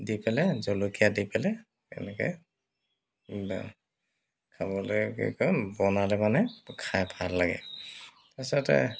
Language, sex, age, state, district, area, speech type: Assamese, male, 45-60, Assam, Dibrugarh, rural, spontaneous